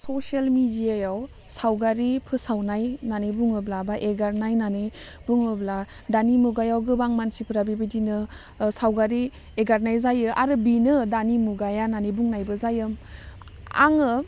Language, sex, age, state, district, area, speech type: Bodo, female, 18-30, Assam, Udalguri, urban, spontaneous